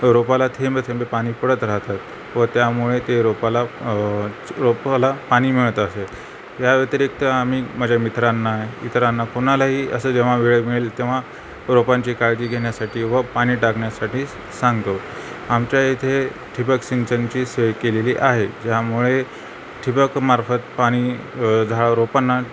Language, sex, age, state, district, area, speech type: Marathi, male, 45-60, Maharashtra, Nanded, rural, spontaneous